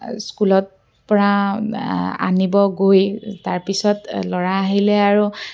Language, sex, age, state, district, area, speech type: Assamese, female, 30-45, Assam, Kamrup Metropolitan, urban, spontaneous